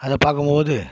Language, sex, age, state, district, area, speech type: Tamil, male, 45-60, Tamil Nadu, Viluppuram, rural, spontaneous